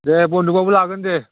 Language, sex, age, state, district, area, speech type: Bodo, male, 60+, Assam, Udalguri, rural, conversation